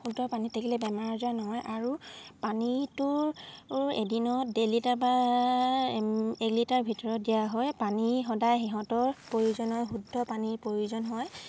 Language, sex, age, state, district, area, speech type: Assamese, female, 45-60, Assam, Dibrugarh, rural, spontaneous